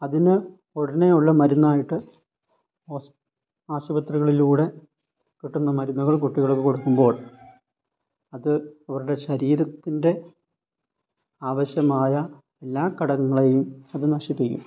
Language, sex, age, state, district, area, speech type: Malayalam, male, 30-45, Kerala, Thiruvananthapuram, rural, spontaneous